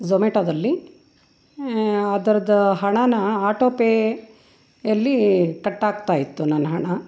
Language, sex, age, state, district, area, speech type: Kannada, female, 60+, Karnataka, Chitradurga, rural, spontaneous